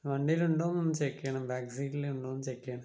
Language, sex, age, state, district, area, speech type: Malayalam, male, 30-45, Kerala, Palakkad, rural, spontaneous